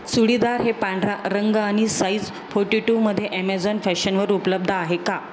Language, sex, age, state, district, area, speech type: Marathi, female, 45-60, Maharashtra, Jalna, urban, read